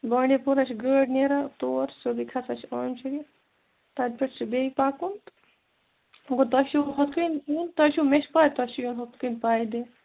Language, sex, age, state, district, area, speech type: Kashmiri, female, 18-30, Jammu and Kashmir, Bandipora, rural, conversation